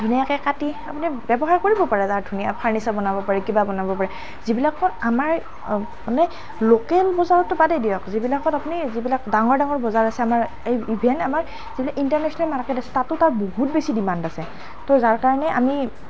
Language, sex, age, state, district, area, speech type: Assamese, female, 18-30, Assam, Nalbari, rural, spontaneous